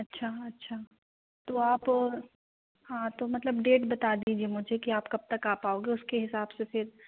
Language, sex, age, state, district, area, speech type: Hindi, female, 18-30, Madhya Pradesh, Katni, urban, conversation